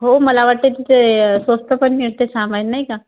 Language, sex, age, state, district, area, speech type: Marathi, female, 18-30, Maharashtra, Yavatmal, rural, conversation